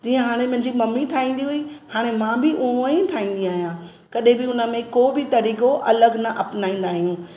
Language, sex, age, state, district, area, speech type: Sindhi, female, 45-60, Maharashtra, Mumbai Suburban, urban, spontaneous